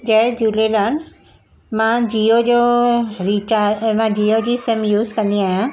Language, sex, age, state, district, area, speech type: Sindhi, female, 60+, Maharashtra, Mumbai Suburban, urban, spontaneous